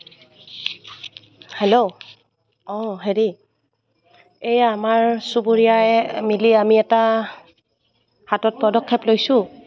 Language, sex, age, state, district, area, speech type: Assamese, female, 30-45, Assam, Goalpara, rural, spontaneous